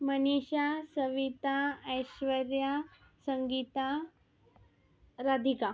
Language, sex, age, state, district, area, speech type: Marathi, female, 18-30, Maharashtra, Buldhana, rural, spontaneous